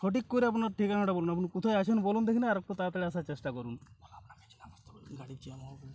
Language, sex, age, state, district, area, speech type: Bengali, male, 30-45, West Bengal, Uttar Dinajpur, rural, spontaneous